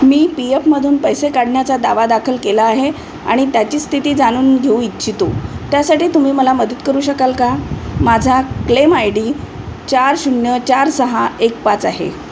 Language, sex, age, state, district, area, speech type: Marathi, female, 60+, Maharashtra, Wardha, urban, read